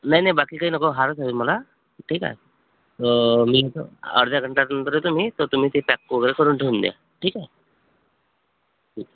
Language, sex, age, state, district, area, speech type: Marathi, male, 45-60, Maharashtra, Amravati, rural, conversation